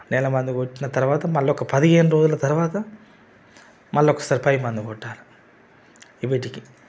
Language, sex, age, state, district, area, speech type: Telugu, male, 45-60, Telangana, Mancherial, rural, spontaneous